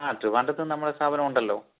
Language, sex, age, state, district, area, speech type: Malayalam, male, 30-45, Kerala, Pathanamthitta, rural, conversation